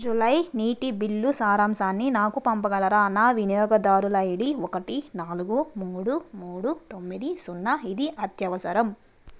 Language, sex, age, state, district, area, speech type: Telugu, female, 30-45, Andhra Pradesh, Nellore, urban, read